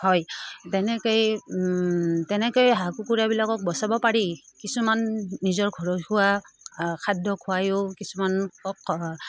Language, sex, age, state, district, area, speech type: Assamese, female, 30-45, Assam, Udalguri, rural, spontaneous